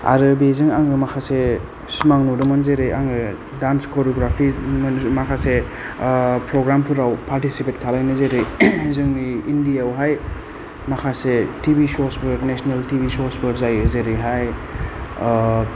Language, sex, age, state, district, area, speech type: Bodo, male, 30-45, Assam, Kokrajhar, rural, spontaneous